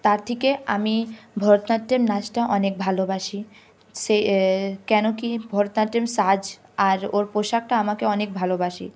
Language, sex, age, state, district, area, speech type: Bengali, female, 18-30, West Bengal, Hooghly, urban, spontaneous